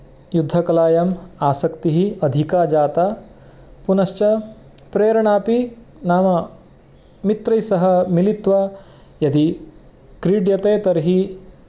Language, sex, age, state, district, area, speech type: Sanskrit, male, 30-45, Karnataka, Uttara Kannada, rural, spontaneous